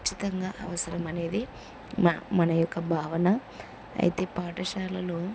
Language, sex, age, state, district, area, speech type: Telugu, female, 18-30, Andhra Pradesh, Kurnool, rural, spontaneous